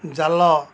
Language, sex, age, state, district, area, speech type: Odia, male, 60+, Odisha, Kendujhar, urban, spontaneous